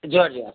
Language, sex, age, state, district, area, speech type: Odia, male, 45-60, Odisha, Bargarh, urban, conversation